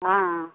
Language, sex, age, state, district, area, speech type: Tamil, female, 60+, Tamil Nadu, Thoothukudi, rural, conversation